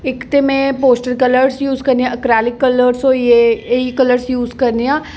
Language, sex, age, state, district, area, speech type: Dogri, female, 18-30, Jammu and Kashmir, Jammu, urban, spontaneous